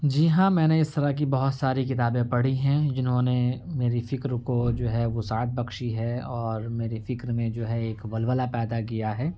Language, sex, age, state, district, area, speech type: Urdu, male, 18-30, Uttar Pradesh, Ghaziabad, urban, spontaneous